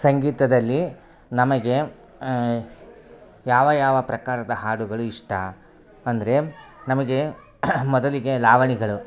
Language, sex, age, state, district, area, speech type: Kannada, male, 30-45, Karnataka, Vijayapura, rural, spontaneous